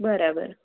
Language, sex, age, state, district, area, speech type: Gujarati, female, 30-45, Gujarat, Anand, urban, conversation